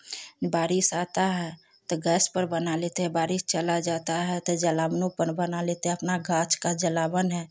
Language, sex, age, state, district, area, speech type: Hindi, female, 30-45, Bihar, Samastipur, rural, spontaneous